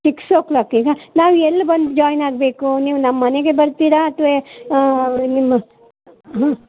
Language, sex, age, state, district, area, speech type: Kannada, female, 60+, Karnataka, Dakshina Kannada, rural, conversation